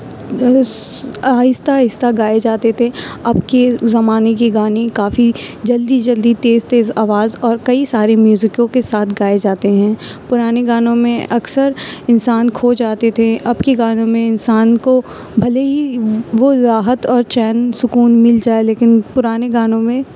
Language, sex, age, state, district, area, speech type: Urdu, female, 18-30, Uttar Pradesh, Aligarh, urban, spontaneous